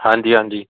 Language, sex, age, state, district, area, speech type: Punjabi, male, 30-45, Punjab, Fatehgarh Sahib, rural, conversation